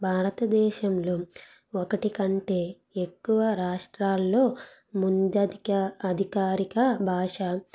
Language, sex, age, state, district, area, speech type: Telugu, female, 30-45, Andhra Pradesh, Anakapalli, urban, spontaneous